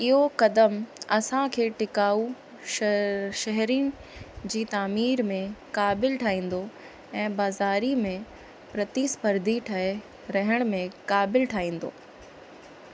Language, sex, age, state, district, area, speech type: Sindhi, female, 30-45, Uttar Pradesh, Lucknow, urban, read